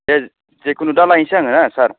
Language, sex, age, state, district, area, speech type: Bodo, male, 30-45, Assam, Chirang, rural, conversation